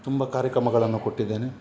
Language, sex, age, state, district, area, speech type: Kannada, male, 45-60, Karnataka, Udupi, rural, spontaneous